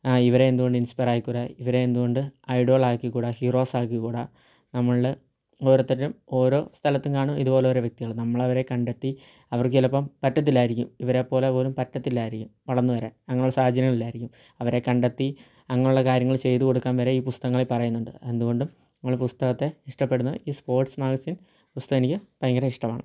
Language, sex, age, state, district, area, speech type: Malayalam, male, 18-30, Kerala, Kottayam, rural, spontaneous